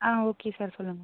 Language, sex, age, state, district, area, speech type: Tamil, female, 18-30, Tamil Nadu, Pudukkottai, rural, conversation